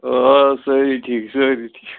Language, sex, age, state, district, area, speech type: Kashmiri, male, 30-45, Jammu and Kashmir, Srinagar, urban, conversation